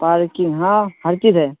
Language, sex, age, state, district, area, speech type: Urdu, male, 18-30, Bihar, Purnia, rural, conversation